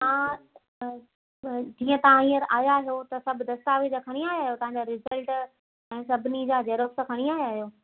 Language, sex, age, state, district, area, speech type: Sindhi, female, 30-45, Gujarat, Kutch, urban, conversation